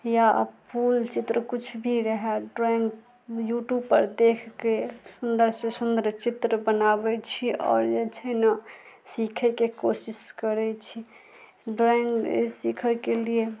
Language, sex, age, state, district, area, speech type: Maithili, female, 30-45, Bihar, Madhubani, rural, spontaneous